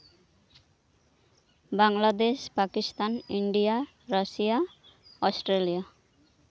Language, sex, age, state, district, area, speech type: Santali, female, 18-30, West Bengal, Birbhum, rural, spontaneous